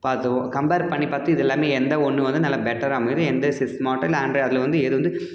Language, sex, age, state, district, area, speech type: Tamil, male, 18-30, Tamil Nadu, Dharmapuri, rural, spontaneous